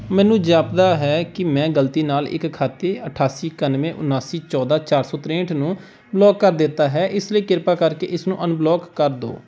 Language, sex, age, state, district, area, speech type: Punjabi, male, 18-30, Punjab, Pathankot, rural, read